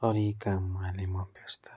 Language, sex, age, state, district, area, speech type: Nepali, male, 30-45, West Bengal, Darjeeling, rural, spontaneous